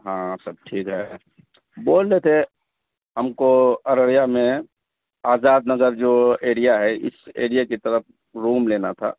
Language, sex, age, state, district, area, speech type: Urdu, male, 30-45, Bihar, Araria, rural, conversation